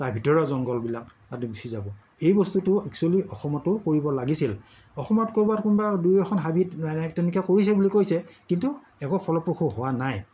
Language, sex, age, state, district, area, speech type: Assamese, male, 60+, Assam, Morigaon, rural, spontaneous